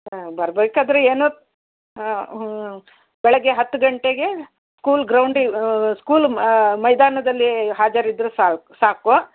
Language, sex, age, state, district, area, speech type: Kannada, female, 60+, Karnataka, Shimoga, rural, conversation